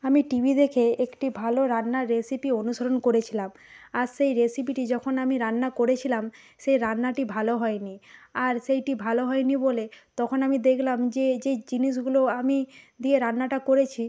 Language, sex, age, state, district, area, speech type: Bengali, female, 45-60, West Bengal, Nadia, rural, spontaneous